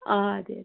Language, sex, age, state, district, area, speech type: Malayalam, female, 30-45, Kerala, Wayanad, rural, conversation